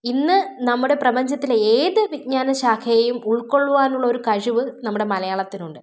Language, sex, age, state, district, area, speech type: Malayalam, female, 30-45, Kerala, Thiruvananthapuram, rural, spontaneous